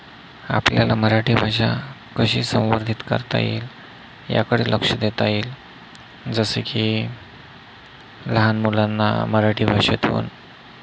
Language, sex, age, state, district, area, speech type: Marathi, male, 30-45, Maharashtra, Amravati, urban, spontaneous